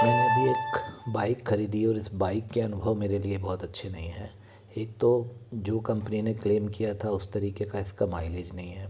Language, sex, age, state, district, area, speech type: Hindi, male, 60+, Madhya Pradesh, Bhopal, urban, spontaneous